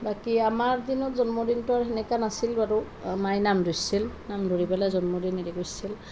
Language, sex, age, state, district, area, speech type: Assamese, female, 30-45, Assam, Nalbari, rural, spontaneous